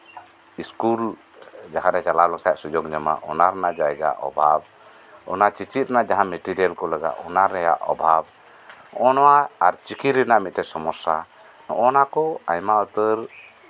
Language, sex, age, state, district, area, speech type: Santali, male, 45-60, West Bengal, Birbhum, rural, spontaneous